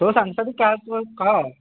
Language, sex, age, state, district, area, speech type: Odia, male, 18-30, Odisha, Dhenkanal, rural, conversation